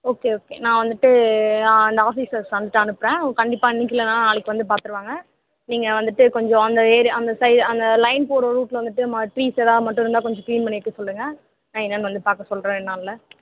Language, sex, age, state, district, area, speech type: Tamil, female, 18-30, Tamil Nadu, Vellore, urban, conversation